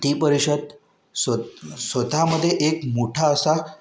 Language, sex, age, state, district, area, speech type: Marathi, male, 18-30, Maharashtra, Wardha, urban, spontaneous